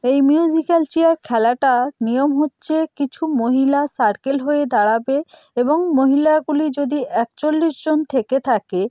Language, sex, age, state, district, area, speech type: Bengali, female, 30-45, West Bengal, North 24 Parganas, rural, spontaneous